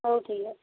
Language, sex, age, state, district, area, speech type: Odia, female, 45-60, Odisha, Gajapati, rural, conversation